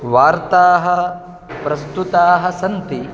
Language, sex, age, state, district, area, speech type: Sanskrit, male, 30-45, Kerala, Kasaragod, rural, spontaneous